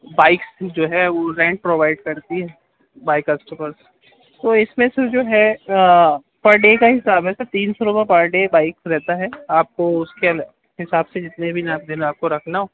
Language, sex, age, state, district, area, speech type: Urdu, male, 30-45, Uttar Pradesh, Gautam Buddha Nagar, urban, conversation